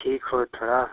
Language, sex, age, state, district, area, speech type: Hindi, male, 60+, Uttar Pradesh, Ghazipur, rural, conversation